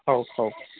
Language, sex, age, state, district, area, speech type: Odia, male, 30-45, Odisha, Sundergarh, urban, conversation